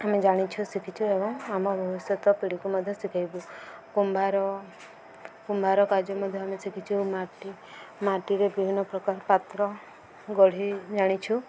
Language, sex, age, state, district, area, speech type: Odia, female, 18-30, Odisha, Subarnapur, urban, spontaneous